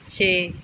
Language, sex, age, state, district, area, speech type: Punjabi, female, 45-60, Punjab, Gurdaspur, rural, read